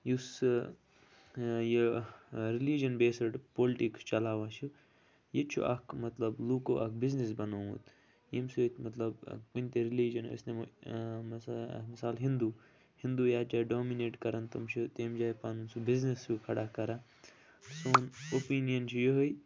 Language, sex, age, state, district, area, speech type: Kashmiri, male, 18-30, Jammu and Kashmir, Kupwara, rural, spontaneous